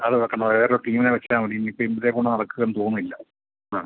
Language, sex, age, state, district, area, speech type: Malayalam, male, 45-60, Kerala, Kottayam, rural, conversation